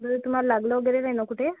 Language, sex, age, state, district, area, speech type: Marathi, female, 30-45, Maharashtra, Amravati, urban, conversation